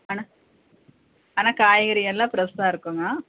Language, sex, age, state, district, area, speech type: Tamil, female, 45-60, Tamil Nadu, Coimbatore, urban, conversation